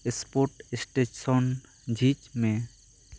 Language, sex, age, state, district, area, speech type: Santali, male, 18-30, West Bengal, Bankura, rural, read